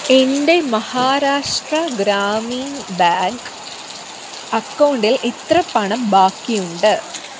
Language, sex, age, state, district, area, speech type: Malayalam, female, 18-30, Kerala, Pathanamthitta, rural, read